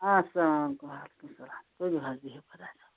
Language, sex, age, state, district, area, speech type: Kashmiri, female, 18-30, Jammu and Kashmir, Anantnag, rural, conversation